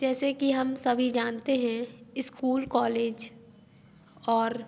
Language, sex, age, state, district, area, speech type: Hindi, female, 18-30, Madhya Pradesh, Hoshangabad, urban, spontaneous